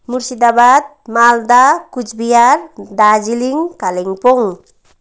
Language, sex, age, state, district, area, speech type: Nepali, female, 30-45, West Bengal, Kalimpong, rural, spontaneous